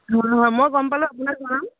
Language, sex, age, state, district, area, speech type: Assamese, female, 30-45, Assam, Dibrugarh, urban, conversation